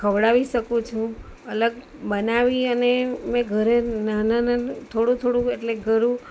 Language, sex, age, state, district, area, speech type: Gujarati, female, 45-60, Gujarat, Valsad, rural, spontaneous